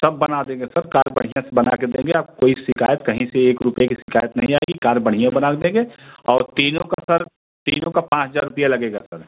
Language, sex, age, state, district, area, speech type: Hindi, male, 45-60, Uttar Pradesh, Jaunpur, rural, conversation